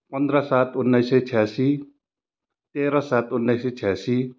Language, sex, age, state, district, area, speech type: Nepali, male, 30-45, West Bengal, Kalimpong, rural, spontaneous